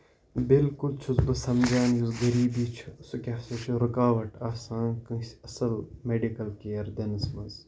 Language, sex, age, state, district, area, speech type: Kashmiri, male, 18-30, Jammu and Kashmir, Kupwara, rural, spontaneous